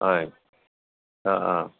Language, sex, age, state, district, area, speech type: Assamese, male, 45-60, Assam, Nalbari, rural, conversation